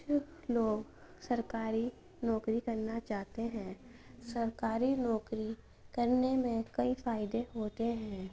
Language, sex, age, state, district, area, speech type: Urdu, female, 18-30, Uttar Pradesh, Ghaziabad, rural, spontaneous